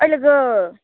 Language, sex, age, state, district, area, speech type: Bodo, female, 30-45, Assam, Chirang, rural, conversation